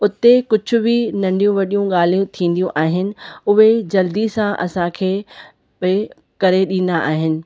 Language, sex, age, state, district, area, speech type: Sindhi, female, 30-45, Maharashtra, Thane, urban, spontaneous